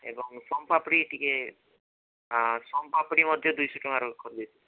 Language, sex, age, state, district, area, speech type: Odia, male, 18-30, Odisha, Nabarangpur, urban, conversation